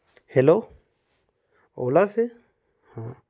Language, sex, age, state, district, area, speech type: Hindi, male, 30-45, Madhya Pradesh, Ujjain, rural, spontaneous